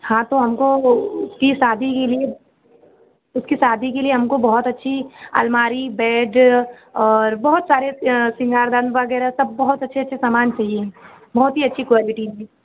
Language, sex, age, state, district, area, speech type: Hindi, female, 18-30, Uttar Pradesh, Azamgarh, rural, conversation